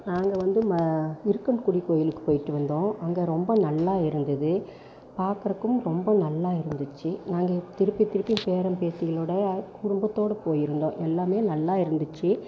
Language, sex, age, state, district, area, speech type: Tamil, female, 60+, Tamil Nadu, Coimbatore, rural, spontaneous